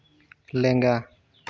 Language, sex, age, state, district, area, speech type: Santali, male, 30-45, Jharkhand, Seraikela Kharsawan, rural, read